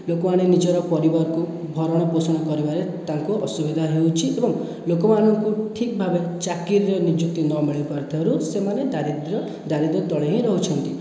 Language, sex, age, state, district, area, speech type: Odia, male, 18-30, Odisha, Khordha, rural, spontaneous